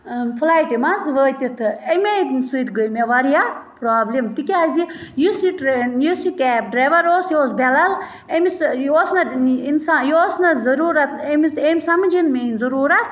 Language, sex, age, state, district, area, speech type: Kashmiri, female, 30-45, Jammu and Kashmir, Budgam, rural, spontaneous